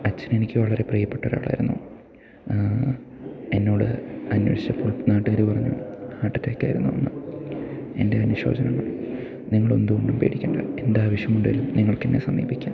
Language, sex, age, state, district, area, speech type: Malayalam, male, 18-30, Kerala, Idukki, rural, spontaneous